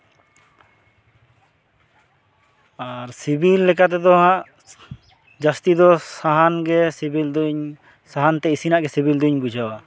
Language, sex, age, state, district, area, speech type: Santali, male, 18-30, West Bengal, Purulia, rural, spontaneous